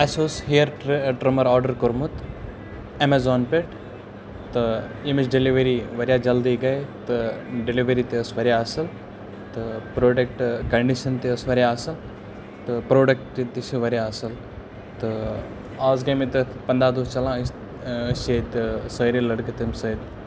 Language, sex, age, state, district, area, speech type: Kashmiri, male, 30-45, Jammu and Kashmir, Baramulla, urban, spontaneous